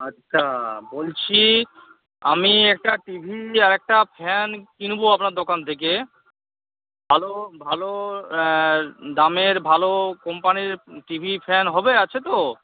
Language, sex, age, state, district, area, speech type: Bengali, male, 18-30, West Bengal, Uttar Dinajpur, rural, conversation